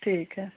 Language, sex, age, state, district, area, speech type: Hindi, female, 30-45, Uttar Pradesh, Chandauli, rural, conversation